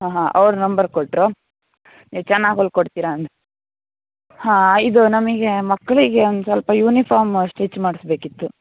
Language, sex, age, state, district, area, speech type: Kannada, male, 18-30, Karnataka, Shimoga, rural, conversation